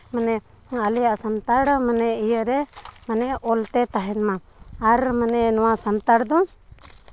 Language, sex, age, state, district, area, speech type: Santali, female, 18-30, Jharkhand, Seraikela Kharsawan, rural, spontaneous